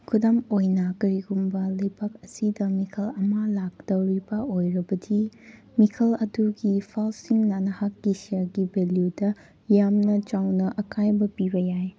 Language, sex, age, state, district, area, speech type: Manipuri, female, 18-30, Manipur, Kangpokpi, rural, read